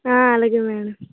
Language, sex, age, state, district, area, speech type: Telugu, female, 18-30, Andhra Pradesh, Vizianagaram, rural, conversation